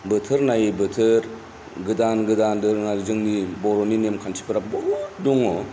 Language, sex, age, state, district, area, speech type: Bodo, male, 45-60, Assam, Kokrajhar, rural, spontaneous